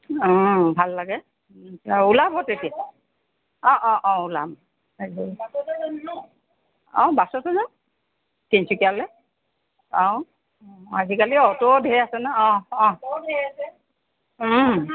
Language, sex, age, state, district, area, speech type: Assamese, female, 60+, Assam, Tinsukia, rural, conversation